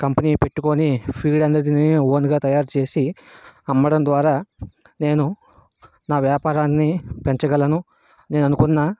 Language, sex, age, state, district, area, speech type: Telugu, male, 18-30, Andhra Pradesh, Vizianagaram, urban, spontaneous